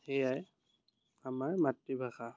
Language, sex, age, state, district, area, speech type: Assamese, male, 30-45, Assam, Biswanath, rural, spontaneous